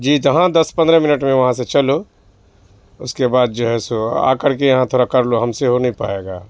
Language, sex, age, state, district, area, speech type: Urdu, male, 30-45, Bihar, Madhubani, rural, spontaneous